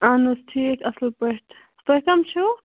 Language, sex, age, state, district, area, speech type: Kashmiri, female, 30-45, Jammu and Kashmir, Bandipora, rural, conversation